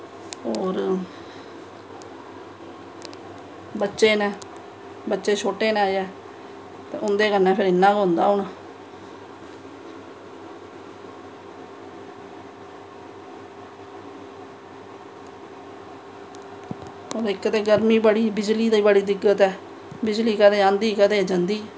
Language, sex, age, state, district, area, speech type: Dogri, female, 30-45, Jammu and Kashmir, Samba, rural, spontaneous